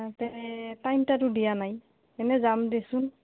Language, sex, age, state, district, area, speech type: Assamese, female, 45-60, Assam, Goalpara, urban, conversation